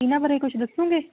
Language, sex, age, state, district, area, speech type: Punjabi, female, 18-30, Punjab, Shaheed Bhagat Singh Nagar, urban, conversation